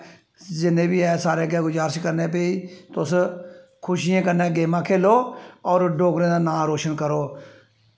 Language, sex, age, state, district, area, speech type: Dogri, male, 45-60, Jammu and Kashmir, Samba, rural, spontaneous